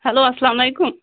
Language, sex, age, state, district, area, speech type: Kashmiri, female, 18-30, Jammu and Kashmir, Budgam, rural, conversation